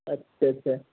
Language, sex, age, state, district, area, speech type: Urdu, male, 18-30, Bihar, Purnia, rural, conversation